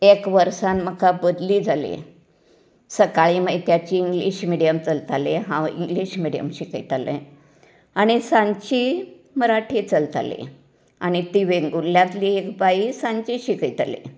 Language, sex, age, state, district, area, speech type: Goan Konkani, female, 60+, Goa, Canacona, rural, spontaneous